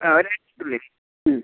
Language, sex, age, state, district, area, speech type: Malayalam, female, 60+, Kerala, Wayanad, rural, conversation